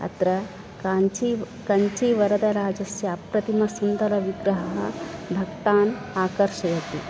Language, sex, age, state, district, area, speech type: Sanskrit, female, 45-60, Karnataka, Bangalore Urban, urban, spontaneous